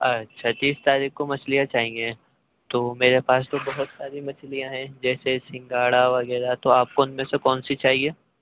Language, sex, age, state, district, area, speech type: Urdu, male, 18-30, Uttar Pradesh, Ghaziabad, rural, conversation